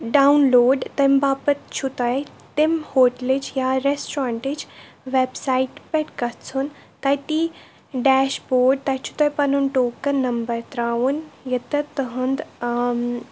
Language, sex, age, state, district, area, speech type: Kashmiri, female, 18-30, Jammu and Kashmir, Baramulla, rural, spontaneous